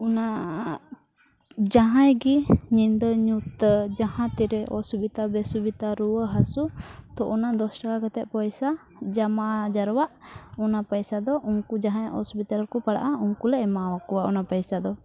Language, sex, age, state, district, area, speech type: Santali, female, 18-30, Jharkhand, Pakur, rural, spontaneous